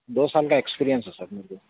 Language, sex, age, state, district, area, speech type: Urdu, male, 30-45, Telangana, Hyderabad, urban, conversation